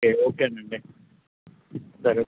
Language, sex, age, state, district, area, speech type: Telugu, male, 60+, Andhra Pradesh, Nandyal, urban, conversation